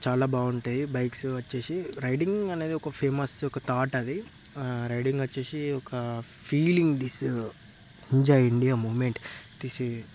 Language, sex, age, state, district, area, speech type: Telugu, male, 18-30, Telangana, Peddapalli, rural, spontaneous